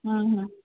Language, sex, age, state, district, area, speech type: Sindhi, female, 30-45, Uttar Pradesh, Lucknow, urban, conversation